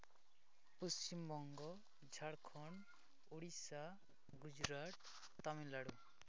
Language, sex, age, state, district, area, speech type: Santali, male, 18-30, West Bengal, Jhargram, rural, spontaneous